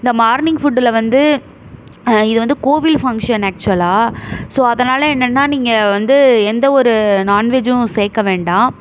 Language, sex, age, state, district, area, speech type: Tamil, female, 18-30, Tamil Nadu, Mayiladuthurai, urban, spontaneous